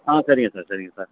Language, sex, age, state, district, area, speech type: Tamil, male, 60+, Tamil Nadu, Virudhunagar, rural, conversation